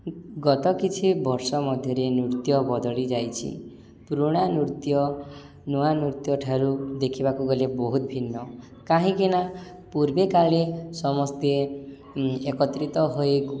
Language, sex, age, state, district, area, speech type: Odia, male, 18-30, Odisha, Subarnapur, urban, spontaneous